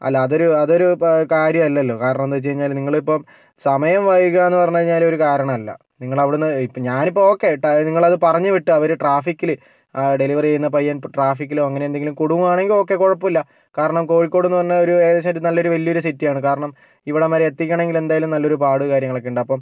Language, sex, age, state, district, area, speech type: Malayalam, male, 30-45, Kerala, Kozhikode, urban, spontaneous